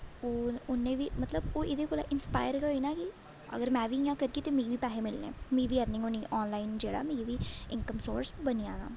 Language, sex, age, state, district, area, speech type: Dogri, female, 18-30, Jammu and Kashmir, Jammu, rural, spontaneous